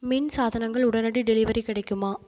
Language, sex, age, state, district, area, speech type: Tamil, female, 30-45, Tamil Nadu, Ariyalur, rural, read